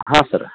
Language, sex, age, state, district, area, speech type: Kannada, male, 45-60, Karnataka, Dharwad, urban, conversation